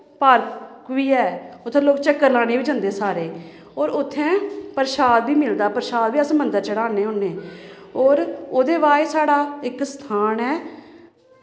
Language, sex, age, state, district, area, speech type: Dogri, female, 30-45, Jammu and Kashmir, Samba, rural, spontaneous